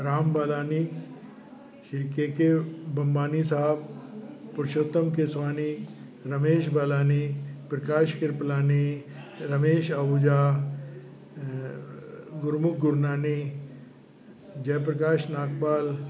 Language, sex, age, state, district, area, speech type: Sindhi, male, 60+, Uttar Pradesh, Lucknow, urban, spontaneous